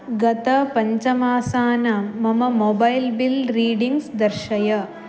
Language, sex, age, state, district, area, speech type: Sanskrit, female, 18-30, Karnataka, Uttara Kannada, rural, read